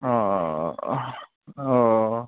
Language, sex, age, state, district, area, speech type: Bengali, male, 18-30, West Bengal, Murshidabad, urban, conversation